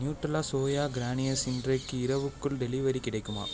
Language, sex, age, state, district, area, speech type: Tamil, male, 18-30, Tamil Nadu, Pudukkottai, rural, read